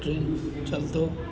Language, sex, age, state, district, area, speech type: Gujarati, male, 45-60, Gujarat, Narmada, rural, spontaneous